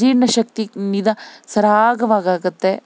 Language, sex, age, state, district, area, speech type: Kannada, female, 30-45, Karnataka, Bangalore Rural, rural, spontaneous